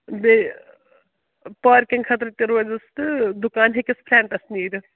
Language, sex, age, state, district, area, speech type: Kashmiri, female, 30-45, Jammu and Kashmir, Srinagar, rural, conversation